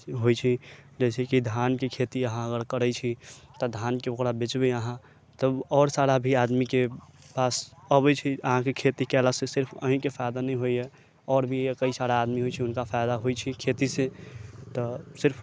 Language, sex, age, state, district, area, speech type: Maithili, male, 30-45, Bihar, Sitamarhi, rural, spontaneous